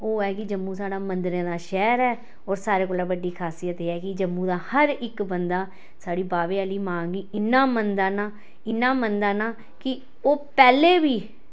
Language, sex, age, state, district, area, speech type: Dogri, female, 45-60, Jammu and Kashmir, Jammu, urban, spontaneous